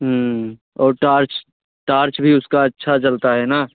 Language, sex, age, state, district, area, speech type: Hindi, male, 18-30, Uttar Pradesh, Jaunpur, rural, conversation